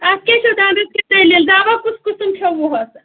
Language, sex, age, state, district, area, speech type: Kashmiri, female, 30-45, Jammu and Kashmir, Anantnag, rural, conversation